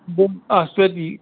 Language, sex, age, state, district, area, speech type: Kashmiri, male, 45-60, Jammu and Kashmir, Ganderbal, rural, conversation